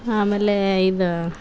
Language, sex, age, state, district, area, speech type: Kannada, female, 30-45, Karnataka, Vijayanagara, rural, spontaneous